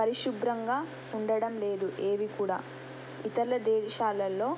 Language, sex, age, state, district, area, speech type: Telugu, female, 18-30, Telangana, Nirmal, rural, spontaneous